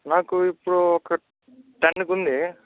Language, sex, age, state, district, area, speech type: Telugu, male, 18-30, Andhra Pradesh, Chittoor, rural, conversation